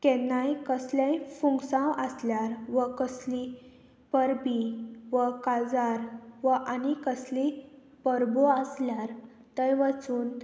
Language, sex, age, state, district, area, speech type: Goan Konkani, female, 18-30, Goa, Murmgao, rural, spontaneous